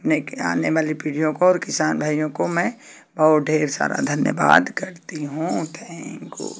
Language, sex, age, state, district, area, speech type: Hindi, female, 45-60, Uttar Pradesh, Ghazipur, rural, spontaneous